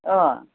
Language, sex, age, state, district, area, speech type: Bodo, female, 45-60, Assam, Baksa, rural, conversation